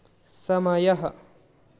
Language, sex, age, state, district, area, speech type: Sanskrit, male, 18-30, Telangana, Medak, urban, read